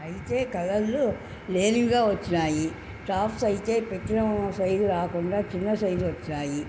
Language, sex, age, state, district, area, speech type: Telugu, female, 60+, Andhra Pradesh, Nellore, urban, spontaneous